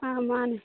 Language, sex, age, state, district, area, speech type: Manipuri, female, 18-30, Manipur, Churachandpur, urban, conversation